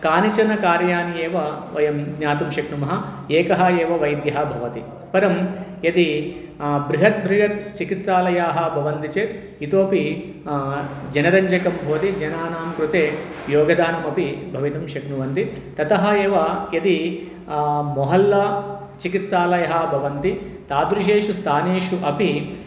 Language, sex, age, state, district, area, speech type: Sanskrit, male, 30-45, Telangana, Medchal, urban, spontaneous